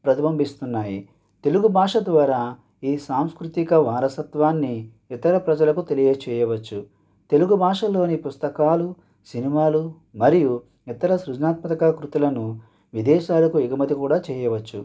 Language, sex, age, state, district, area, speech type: Telugu, male, 60+, Andhra Pradesh, Konaseema, rural, spontaneous